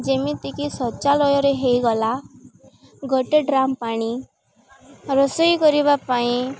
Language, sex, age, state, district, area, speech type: Odia, female, 18-30, Odisha, Balangir, urban, spontaneous